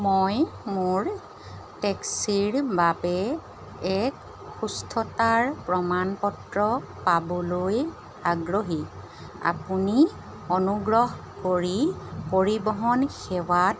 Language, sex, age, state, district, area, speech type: Assamese, female, 45-60, Assam, Golaghat, rural, read